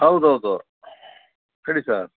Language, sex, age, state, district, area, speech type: Kannada, male, 45-60, Karnataka, Bangalore Urban, urban, conversation